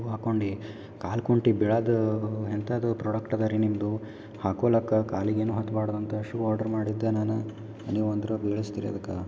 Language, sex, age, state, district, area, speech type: Kannada, male, 18-30, Karnataka, Gulbarga, urban, spontaneous